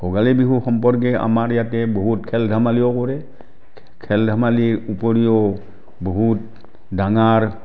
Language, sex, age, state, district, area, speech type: Assamese, male, 60+, Assam, Barpeta, rural, spontaneous